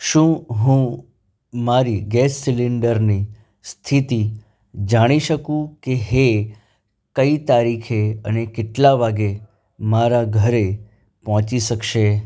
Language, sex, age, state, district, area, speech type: Gujarati, male, 30-45, Gujarat, Anand, urban, spontaneous